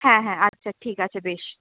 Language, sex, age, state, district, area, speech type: Bengali, female, 60+, West Bengal, Purulia, rural, conversation